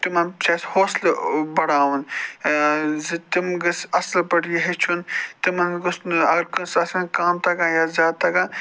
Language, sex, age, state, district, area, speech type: Kashmiri, male, 45-60, Jammu and Kashmir, Budgam, urban, spontaneous